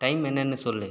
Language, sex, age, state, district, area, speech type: Tamil, male, 18-30, Tamil Nadu, Viluppuram, urban, read